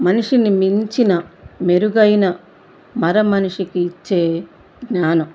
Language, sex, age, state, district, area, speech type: Telugu, female, 45-60, Andhra Pradesh, Bapatla, urban, spontaneous